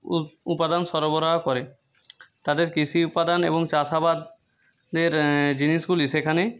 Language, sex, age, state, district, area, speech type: Bengali, male, 30-45, West Bengal, Jhargram, rural, spontaneous